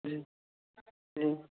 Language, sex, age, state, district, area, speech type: Urdu, male, 18-30, Delhi, South Delhi, urban, conversation